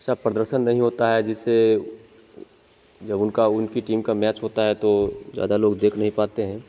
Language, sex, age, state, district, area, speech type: Hindi, male, 18-30, Bihar, Begusarai, rural, spontaneous